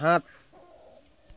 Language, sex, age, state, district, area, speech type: Assamese, male, 30-45, Assam, Sivasagar, urban, read